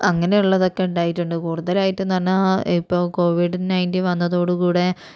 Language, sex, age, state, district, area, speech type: Malayalam, female, 45-60, Kerala, Kozhikode, urban, spontaneous